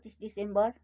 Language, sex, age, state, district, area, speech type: Nepali, female, 60+, West Bengal, Kalimpong, rural, spontaneous